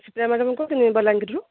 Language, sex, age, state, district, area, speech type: Odia, female, 30-45, Odisha, Kendrapara, urban, conversation